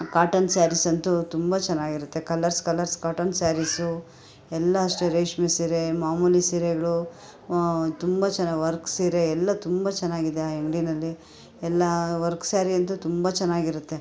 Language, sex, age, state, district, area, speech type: Kannada, female, 45-60, Karnataka, Bangalore Urban, urban, spontaneous